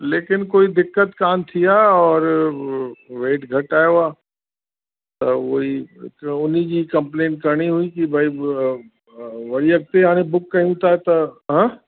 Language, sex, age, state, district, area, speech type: Sindhi, male, 60+, Uttar Pradesh, Lucknow, rural, conversation